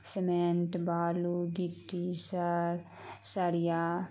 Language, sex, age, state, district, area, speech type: Urdu, female, 18-30, Bihar, Khagaria, rural, spontaneous